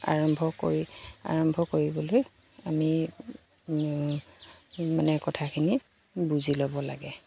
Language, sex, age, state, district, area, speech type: Assamese, female, 45-60, Assam, Dibrugarh, rural, spontaneous